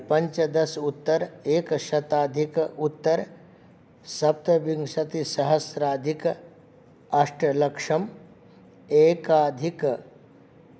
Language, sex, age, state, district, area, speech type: Sanskrit, male, 45-60, Bihar, Darbhanga, urban, spontaneous